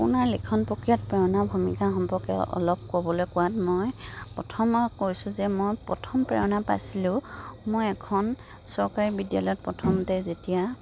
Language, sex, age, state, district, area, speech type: Assamese, female, 45-60, Assam, Dibrugarh, rural, spontaneous